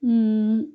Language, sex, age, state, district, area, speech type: Kannada, female, 30-45, Karnataka, Gadag, rural, spontaneous